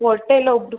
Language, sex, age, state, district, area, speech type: Kannada, female, 18-30, Karnataka, Mandya, urban, conversation